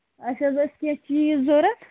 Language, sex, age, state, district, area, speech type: Kashmiri, female, 45-60, Jammu and Kashmir, Ganderbal, rural, conversation